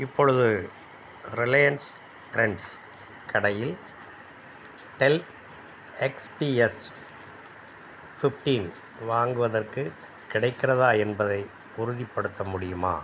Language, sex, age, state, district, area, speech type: Tamil, male, 60+, Tamil Nadu, Madurai, rural, read